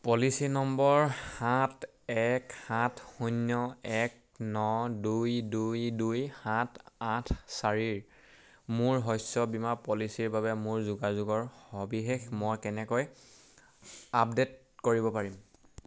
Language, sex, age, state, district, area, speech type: Assamese, male, 18-30, Assam, Sivasagar, rural, read